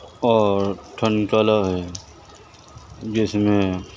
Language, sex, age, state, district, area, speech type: Urdu, male, 30-45, Telangana, Hyderabad, urban, spontaneous